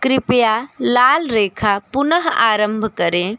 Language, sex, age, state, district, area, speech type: Hindi, other, 30-45, Uttar Pradesh, Sonbhadra, rural, read